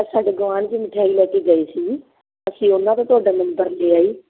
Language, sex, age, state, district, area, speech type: Punjabi, female, 30-45, Punjab, Barnala, rural, conversation